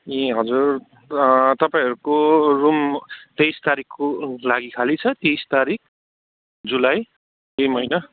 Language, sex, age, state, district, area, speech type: Nepali, male, 30-45, West Bengal, Kalimpong, rural, conversation